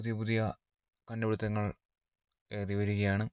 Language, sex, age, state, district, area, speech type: Malayalam, male, 30-45, Kerala, Idukki, rural, spontaneous